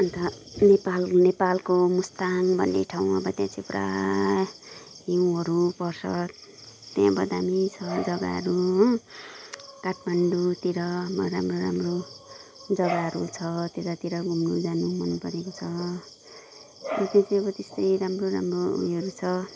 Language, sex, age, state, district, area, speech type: Nepali, female, 30-45, West Bengal, Kalimpong, rural, spontaneous